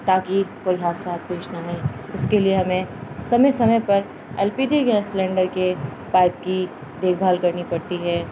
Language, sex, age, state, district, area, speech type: Urdu, female, 30-45, Uttar Pradesh, Muzaffarnagar, urban, spontaneous